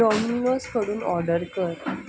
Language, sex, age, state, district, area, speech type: Marathi, female, 18-30, Maharashtra, Thane, urban, read